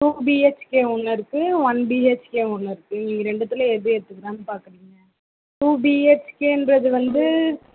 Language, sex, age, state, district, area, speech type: Tamil, female, 18-30, Tamil Nadu, Tiruvallur, urban, conversation